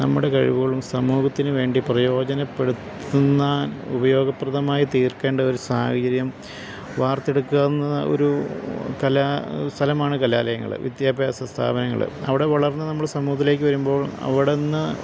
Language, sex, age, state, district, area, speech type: Malayalam, male, 45-60, Kerala, Idukki, rural, spontaneous